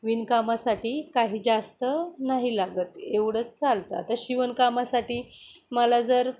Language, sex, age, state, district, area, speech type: Marathi, female, 30-45, Maharashtra, Ratnagiri, rural, spontaneous